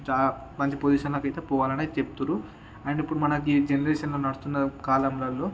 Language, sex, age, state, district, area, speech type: Telugu, male, 30-45, Andhra Pradesh, Srikakulam, urban, spontaneous